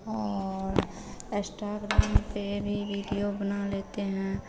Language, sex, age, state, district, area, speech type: Hindi, female, 18-30, Bihar, Madhepura, rural, spontaneous